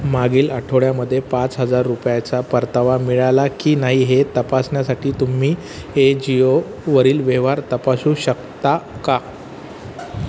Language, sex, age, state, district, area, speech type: Marathi, male, 30-45, Maharashtra, Thane, urban, read